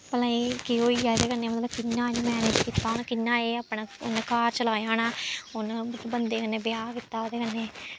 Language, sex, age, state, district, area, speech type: Dogri, female, 18-30, Jammu and Kashmir, Samba, rural, spontaneous